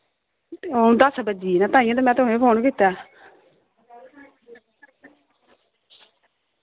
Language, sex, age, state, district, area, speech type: Dogri, female, 30-45, Jammu and Kashmir, Samba, urban, conversation